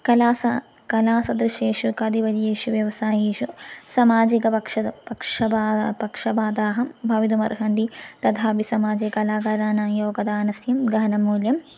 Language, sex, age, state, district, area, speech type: Sanskrit, female, 18-30, Kerala, Thrissur, rural, spontaneous